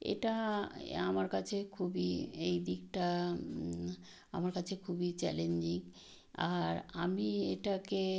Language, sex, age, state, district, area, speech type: Bengali, female, 60+, West Bengal, South 24 Parganas, rural, spontaneous